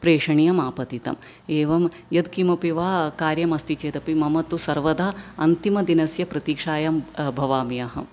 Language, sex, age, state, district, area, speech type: Sanskrit, female, 30-45, Kerala, Ernakulam, urban, spontaneous